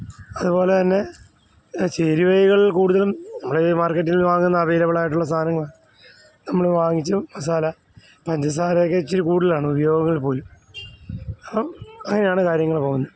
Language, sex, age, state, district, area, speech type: Malayalam, male, 45-60, Kerala, Alappuzha, rural, spontaneous